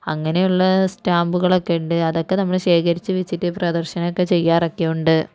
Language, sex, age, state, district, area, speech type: Malayalam, female, 45-60, Kerala, Kozhikode, urban, spontaneous